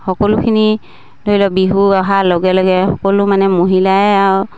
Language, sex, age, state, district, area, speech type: Assamese, female, 30-45, Assam, Dibrugarh, rural, spontaneous